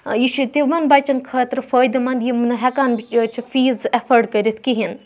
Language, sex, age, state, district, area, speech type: Kashmiri, female, 18-30, Jammu and Kashmir, Budgam, rural, spontaneous